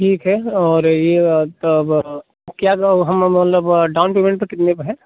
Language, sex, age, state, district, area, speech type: Hindi, male, 30-45, Uttar Pradesh, Jaunpur, rural, conversation